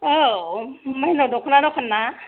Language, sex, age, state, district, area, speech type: Bodo, female, 45-60, Assam, Kokrajhar, urban, conversation